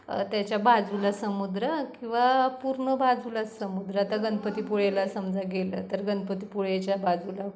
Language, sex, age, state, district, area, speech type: Marathi, female, 30-45, Maharashtra, Ratnagiri, rural, spontaneous